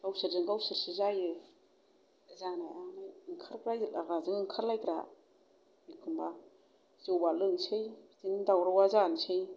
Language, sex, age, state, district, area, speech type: Bodo, female, 30-45, Assam, Kokrajhar, rural, spontaneous